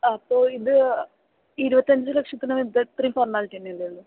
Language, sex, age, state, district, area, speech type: Malayalam, female, 18-30, Kerala, Thrissur, rural, conversation